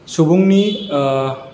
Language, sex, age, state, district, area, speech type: Bodo, male, 30-45, Assam, Chirang, rural, spontaneous